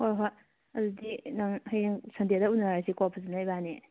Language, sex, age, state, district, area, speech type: Manipuri, female, 18-30, Manipur, Kakching, rural, conversation